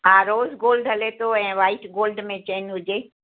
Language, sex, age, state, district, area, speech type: Sindhi, female, 60+, Gujarat, Kutch, rural, conversation